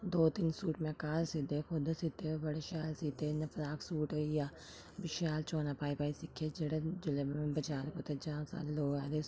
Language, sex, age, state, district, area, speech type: Dogri, female, 30-45, Jammu and Kashmir, Samba, rural, spontaneous